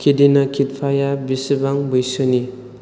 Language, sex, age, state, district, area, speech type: Bodo, male, 18-30, Assam, Chirang, rural, read